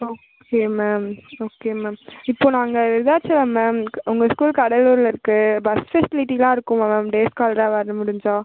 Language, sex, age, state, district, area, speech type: Tamil, female, 18-30, Tamil Nadu, Cuddalore, urban, conversation